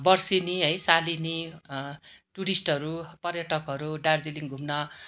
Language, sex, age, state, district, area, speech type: Nepali, female, 45-60, West Bengal, Darjeeling, rural, spontaneous